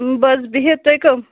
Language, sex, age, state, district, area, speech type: Kashmiri, female, 30-45, Jammu and Kashmir, Shopian, rural, conversation